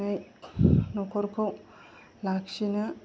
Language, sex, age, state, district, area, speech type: Bodo, female, 30-45, Assam, Kokrajhar, rural, spontaneous